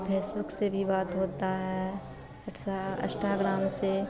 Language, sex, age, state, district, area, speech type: Hindi, female, 18-30, Bihar, Madhepura, rural, spontaneous